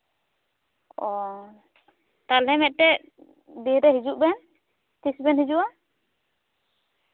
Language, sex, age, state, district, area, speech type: Santali, female, 18-30, West Bengal, Bankura, rural, conversation